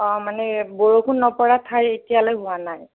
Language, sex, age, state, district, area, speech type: Assamese, female, 45-60, Assam, Nagaon, rural, conversation